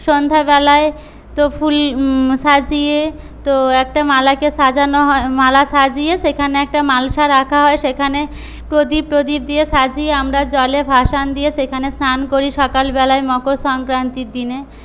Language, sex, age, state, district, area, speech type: Bengali, female, 18-30, West Bengal, Paschim Medinipur, rural, spontaneous